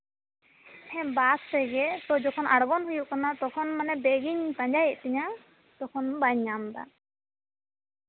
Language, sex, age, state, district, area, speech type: Santali, female, 18-30, West Bengal, Bankura, rural, conversation